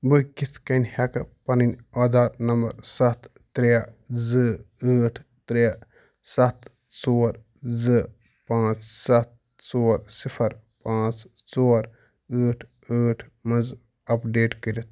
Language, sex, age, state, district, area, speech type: Kashmiri, male, 18-30, Jammu and Kashmir, Ganderbal, rural, read